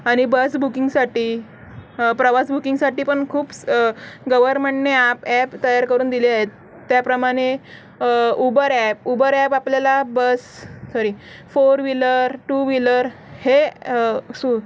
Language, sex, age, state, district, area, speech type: Marathi, female, 18-30, Maharashtra, Mumbai Suburban, urban, spontaneous